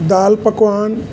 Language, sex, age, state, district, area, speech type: Sindhi, male, 60+, Uttar Pradesh, Lucknow, rural, spontaneous